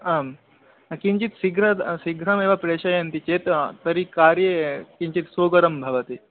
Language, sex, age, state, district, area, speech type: Sanskrit, male, 18-30, West Bengal, Paschim Medinipur, urban, conversation